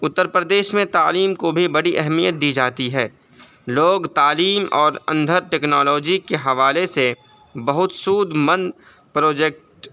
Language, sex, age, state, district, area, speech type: Urdu, male, 18-30, Uttar Pradesh, Saharanpur, urban, spontaneous